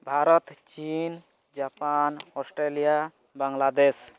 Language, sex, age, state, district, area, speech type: Santali, male, 18-30, Jharkhand, East Singhbhum, rural, spontaneous